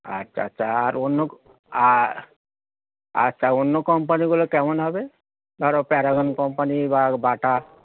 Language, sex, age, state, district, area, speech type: Bengali, male, 45-60, West Bengal, Hooghly, rural, conversation